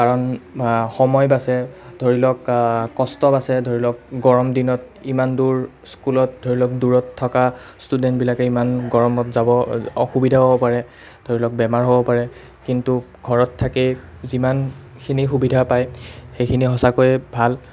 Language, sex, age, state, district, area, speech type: Assamese, male, 30-45, Assam, Nalbari, rural, spontaneous